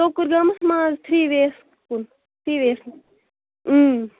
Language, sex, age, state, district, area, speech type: Kashmiri, female, 18-30, Jammu and Kashmir, Shopian, rural, conversation